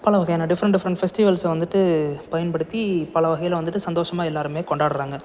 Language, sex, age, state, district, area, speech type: Tamil, male, 18-30, Tamil Nadu, Salem, urban, spontaneous